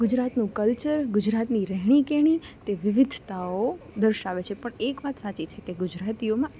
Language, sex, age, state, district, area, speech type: Gujarati, female, 18-30, Gujarat, Rajkot, urban, spontaneous